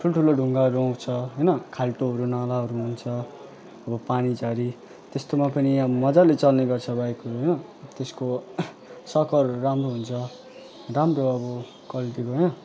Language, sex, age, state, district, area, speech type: Nepali, male, 18-30, West Bengal, Alipurduar, urban, spontaneous